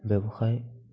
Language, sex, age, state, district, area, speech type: Assamese, male, 18-30, Assam, Barpeta, rural, spontaneous